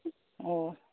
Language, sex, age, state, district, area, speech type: Manipuri, female, 30-45, Manipur, Kakching, rural, conversation